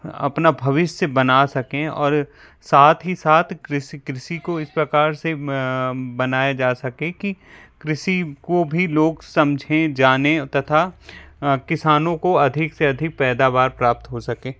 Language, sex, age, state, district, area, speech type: Hindi, male, 45-60, Madhya Pradesh, Bhopal, urban, spontaneous